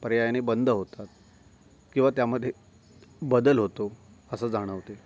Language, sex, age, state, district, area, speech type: Marathi, male, 30-45, Maharashtra, Ratnagiri, rural, spontaneous